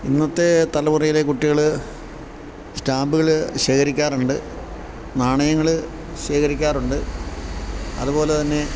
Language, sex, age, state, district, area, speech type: Malayalam, male, 60+, Kerala, Idukki, rural, spontaneous